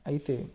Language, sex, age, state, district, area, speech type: Telugu, male, 18-30, Telangana, Nalgonda, rural, spontaneous